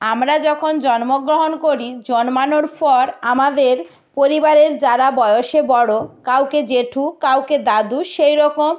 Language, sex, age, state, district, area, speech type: Bengali, female, 60+, West Bengal, Nadia, rural, spontaneous